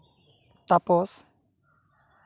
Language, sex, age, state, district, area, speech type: Santali, male, 18-30, West Bengal, Bankura, rural, spontaneous